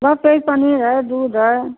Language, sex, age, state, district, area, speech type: Hindi, female, 60+, Uttar Pradesh, Mau, rural, conversation